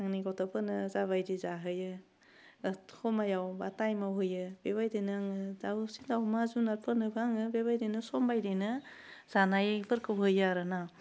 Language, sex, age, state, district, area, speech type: Bodo, female, 30-45, Assam, Udalguri, urban, spontaneous